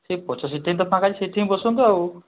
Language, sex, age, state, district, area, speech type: Odia, male, 30-45, Odisha, Mayurbhanj, rural, conversation